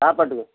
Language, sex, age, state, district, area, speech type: Tamil, male, 60+, Tamil Nadu, Namakkal, rural, conversation